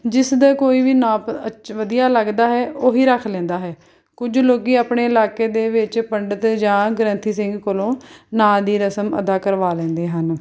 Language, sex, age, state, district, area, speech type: Punjabi, female, 30-45, Punjab, Tarn Taran, urban, spontaneous